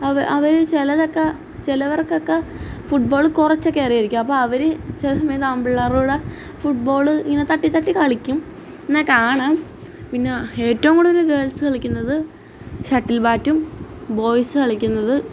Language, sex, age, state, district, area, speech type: Malayalam, female, 18-30, Kerala, Alappuzha, rural, spontaneous